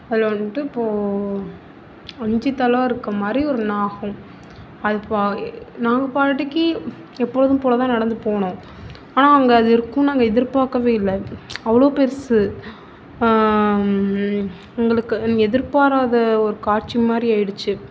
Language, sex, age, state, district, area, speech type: Tamil, female, 30-45, Tamil Nadu, Mayiladuthurai, urban, spontaneous